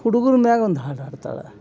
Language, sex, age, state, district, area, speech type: Kannada, male, 60+, Karnataka, Dharwad, urban, spontaneous